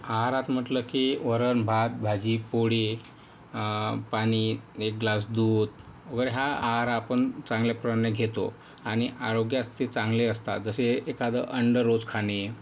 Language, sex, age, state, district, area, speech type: Marathi, male, 18-30, Maharashtra, Yavatmal, rural, spontaneous